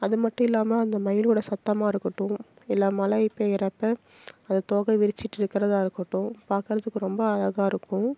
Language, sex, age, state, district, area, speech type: Tamil, female, 30-45, Tamil Nadu, Salem, rural, spontaneous